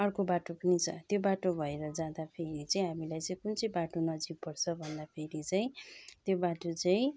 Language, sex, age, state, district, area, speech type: Nepali, female, 30-45, West Bengal, Kalimpong, rural, spontaneous